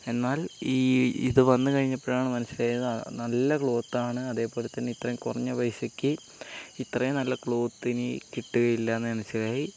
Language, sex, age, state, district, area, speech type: Malayalam, male, 18-30, Kerala, Wayanad, rural, spontaneous